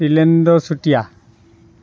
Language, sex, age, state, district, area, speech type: Assamese, male, 45-60, Assam, Dhemaji, rural, spontaneous